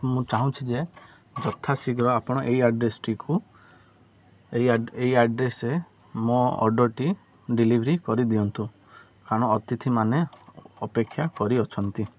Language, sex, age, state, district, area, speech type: Odia, male, 18-30, Odisha, Koraput, urban, spontaneous